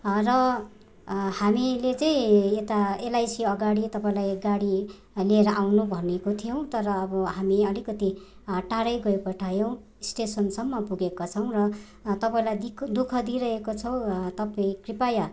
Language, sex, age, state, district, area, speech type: Nepali, female, 45-60, West Bengal, Darjeeling, rural, spontaneous